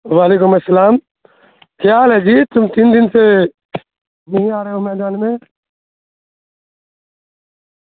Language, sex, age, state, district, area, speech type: Urdu, male, 18-30, Bihar, Madhubani, rural, conversation